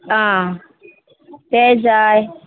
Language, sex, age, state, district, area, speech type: Goan Konkani, female, 30-45, Goa, Murmgao, rural, conversation